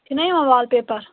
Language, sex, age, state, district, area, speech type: Kashmiri, female, 18-30, Jammu and Kashmir, Anantnag, rural, conversation